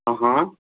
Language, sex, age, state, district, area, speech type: Sanskrit, male, 45-60, Karnataka, Shimoga, rural, conversation